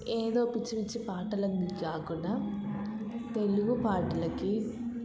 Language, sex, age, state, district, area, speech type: Telugu, female, 18-30, Telangana, Vikarabad, rural, spontaneous